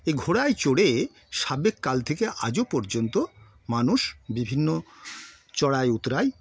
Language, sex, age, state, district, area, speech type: Bengali, male, 60+, West Bengal, Paschim Medinipur, rural, spontaneous